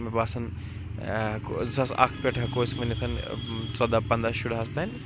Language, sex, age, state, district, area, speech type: Kashmiri, male, 30-45, Jammu and Kashmir, Srinagar, urban, spontaneous